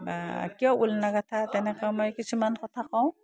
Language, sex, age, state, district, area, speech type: Assamese, female, 60+, Assam, Udalguri, rural, spontaneous